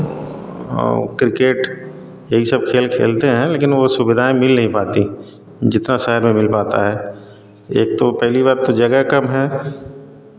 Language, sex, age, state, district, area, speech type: Hindi, male, 45-60, Uttar Pradesh, Varanasi, rural, spontaneous